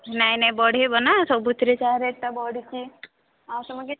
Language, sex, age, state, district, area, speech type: Odia, female, 45-60, Odisha, Kandhamal, rural, conversation